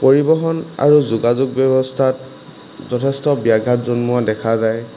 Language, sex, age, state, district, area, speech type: Assamese, male, 18-30, Assam, Jorhat, urban, spontaneous